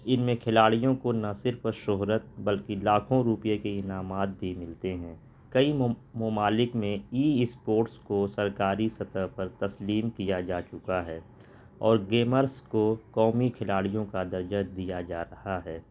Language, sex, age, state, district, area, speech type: Urdu, male, 30-45, Delhi, North East Delhi, urban, spontaneous